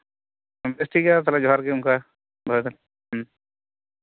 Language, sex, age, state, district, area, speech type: Santali, male, 30-45, West Bengal, Birbhum, rural, conversation